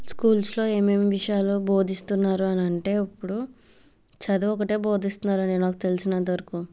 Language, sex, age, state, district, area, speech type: Telugu, female, 45-60, Andhra Pradesh, Kakinada, rural, spontaneous